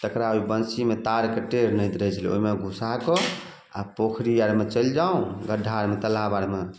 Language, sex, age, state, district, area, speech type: Maithili, male, 30-45, Bihar, Samastipur, rural, spontaneous